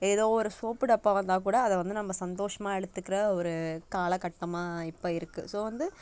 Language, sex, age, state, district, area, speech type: Tamil, female, 18-30, Tamil Nadu, Nagapattinam, rural, spontaneous